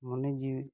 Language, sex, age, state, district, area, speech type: Santali, male, 45-60, Odisha, Mayurbhanj, rural, spontaneous